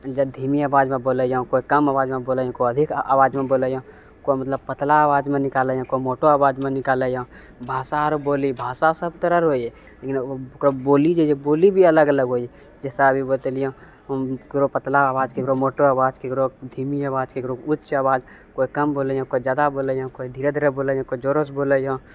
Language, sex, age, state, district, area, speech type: Maithili, male, 30-45, Bihar, Purnia, urban, spontaneous